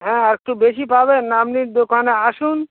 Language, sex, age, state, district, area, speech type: Bengali, male, 60+, West Bengal, North 24 Parganas, rural, conversation